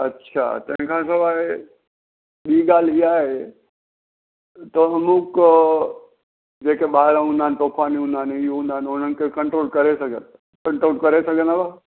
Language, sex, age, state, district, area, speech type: Sindhi, male, 60+, Gujarat, Junagadh, rural, conversation